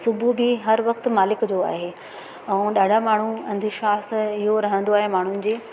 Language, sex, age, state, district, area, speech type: Sindhi, female, 45-60, Madhya Pradesh, Katni, urban, spontaneous